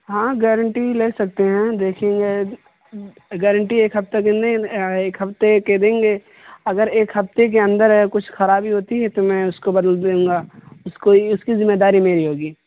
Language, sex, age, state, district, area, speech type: Urdu, male, 18-30, Uttar Pradesh, Siddharthnagar, rural, conversation